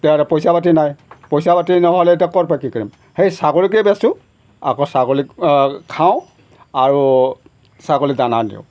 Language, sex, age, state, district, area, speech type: Assamese, male, 60+, Assam, Golaghat, rural, spontaneous